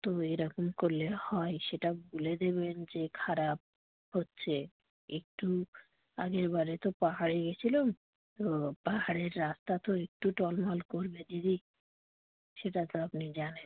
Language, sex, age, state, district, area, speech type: Bengali, female, 45-60, West Bengal, Dakshin Dinajpur, urban, conversation